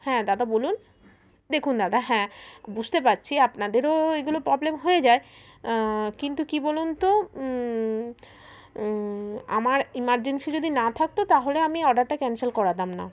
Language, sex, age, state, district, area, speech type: Bengali, female, 30-45, West Bengal, Birbhum, urban, spontaneous